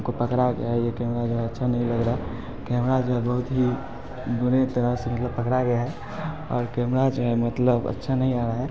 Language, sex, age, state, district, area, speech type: Hindi, male, 30-45, Bihar, Darbhanga, rural, spontaneous